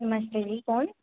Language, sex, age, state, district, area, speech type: Dogri, female, 18-30, Jammu and Kashmir, Reasi, urban, conversation